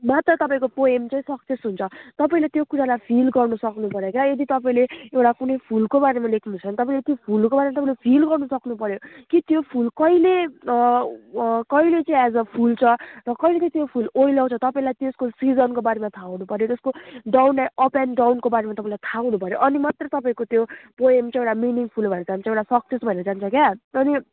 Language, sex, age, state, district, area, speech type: Nepali, female, 18-30, West Bengal, Kalimpong, rural, conversation